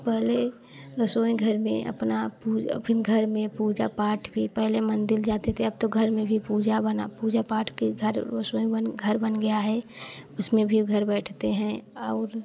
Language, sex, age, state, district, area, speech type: Hindi, female, 18-30, Uttar Pradesh, Prayagraj, rural, spontaneous